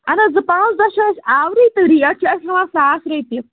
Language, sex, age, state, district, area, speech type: Kashmiri, female, 30-45, Jammu and Kashmir, Anantnag, rural, conversation